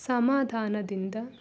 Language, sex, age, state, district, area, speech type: Kannada, female, 60+, Karnataka, Chikkaballapur, rural, spontaneous